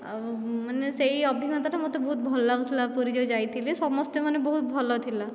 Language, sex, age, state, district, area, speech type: Odia, female, 30-45, Odisha, Dhenkanal, rural, spontaneous